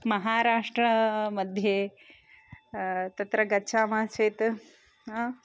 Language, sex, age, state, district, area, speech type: Sanskrit, female, 30-45, Telangana, Karimnagar, urban, spontaneous